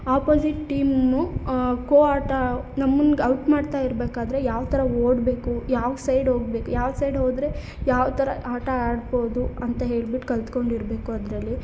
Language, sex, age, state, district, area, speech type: Kannada, female, 30-45, Karnataka, Hassan, urban, spontaneous